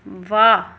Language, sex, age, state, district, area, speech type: Punjabi, female, 30-45, Punjab, Pathankot, urban, read